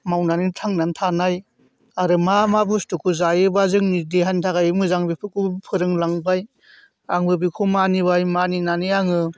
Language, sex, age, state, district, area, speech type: Bodo, male, 45-60, Assam, Chirang, urban, spontaneous